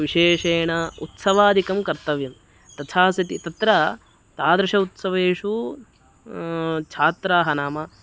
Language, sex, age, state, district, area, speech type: Sanskrit, male, 18-30, Karnataka, Uttara Kannada, rural, spontaneous